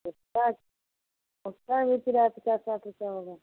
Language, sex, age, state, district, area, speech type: Hindi, female, 60+, Uttar Pradesh, Ayodhya, rural, conversation